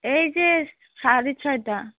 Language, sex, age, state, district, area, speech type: Bengali, female, 18-30, West Bengal, Alipurduar, rural, conversation